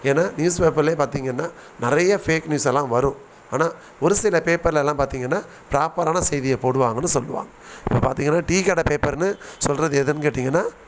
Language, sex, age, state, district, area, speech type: Tamil, male, 45-60, Tamil Nadu, Thanjavur, rural, spontaneous